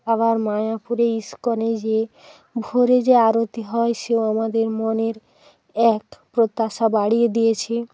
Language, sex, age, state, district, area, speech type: Bengali, female, 45-60, West Bengal, Hooghly, urban, spontaneous